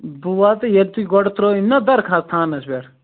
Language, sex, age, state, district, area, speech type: Kashmiri, male, 18-30, Jammu and Kashmir, Ganderbal, rural, conversation